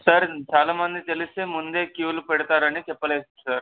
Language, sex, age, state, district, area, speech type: Telugu, male, 18-30, Telangana, Medak, rural, conversation